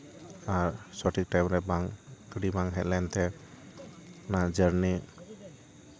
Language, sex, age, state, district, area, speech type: Santali, male, 30-45, West Bengal, Purba Bardhaman, rural, spontaneous